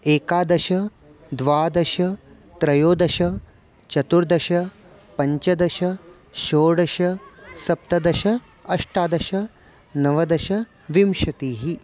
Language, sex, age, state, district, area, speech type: Sanskrit, male, 30-45, Maharashtra, Nagpur, urban, spontaneous